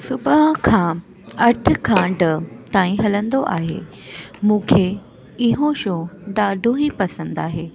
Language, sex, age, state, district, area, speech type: Sindhi, female, 18-30, Delhi, South Delhi, urban, spontaneous